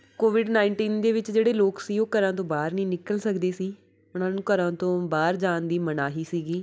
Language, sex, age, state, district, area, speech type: Punjabi, female, 18-30, Punjab, Patiala, urban, spontaneous